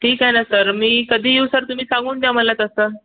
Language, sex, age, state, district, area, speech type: Marathi, male, 18-30, Maharashtra, Nagpur, urban, conversation